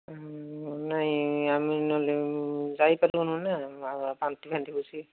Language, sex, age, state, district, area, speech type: Odia, female, 60+, Odisha, Gajapati, rural, conversation